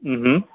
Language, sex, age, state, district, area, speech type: Marathi, male, 45-60, Maharashtra, Yavatmal, urban, conversation